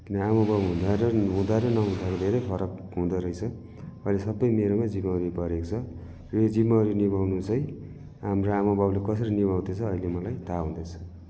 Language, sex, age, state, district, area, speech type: Nepali, male, 45-60, West Bengal, Darjeeling, rural, spontaneous